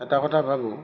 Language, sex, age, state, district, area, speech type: Assamese, male, 60+, Assam, Lakhimpur, rural, spontaneous